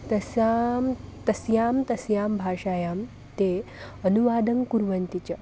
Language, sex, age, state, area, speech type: Sanskrit, female, 18-30, Goa, rural, spontaneous